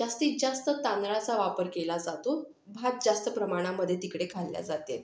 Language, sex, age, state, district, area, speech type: Marathi, female, 18-30, Maharashtra, Yavatmal, urban, spontaneous